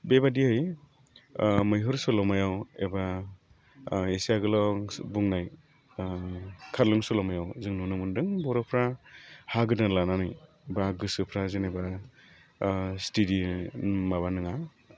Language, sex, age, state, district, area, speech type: Bodo, male, 45-60, Assam, Udalguri, urban, spontaneous